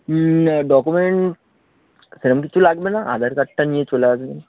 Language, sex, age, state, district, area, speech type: Bengali, male, 18-30, West Bengal, Darjeeling, urban, conversation